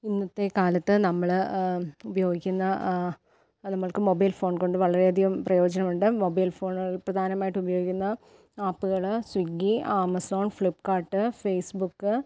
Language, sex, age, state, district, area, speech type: Malayalam, female, 30-45, Kerala, Kottayam, rural, spontaneous